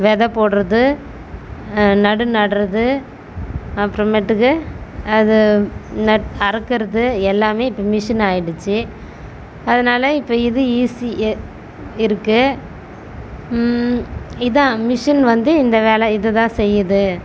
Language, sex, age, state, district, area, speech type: Tamil, female, 30-45, Tamil Nadu, Tiruvannamalai, urban, spontaneous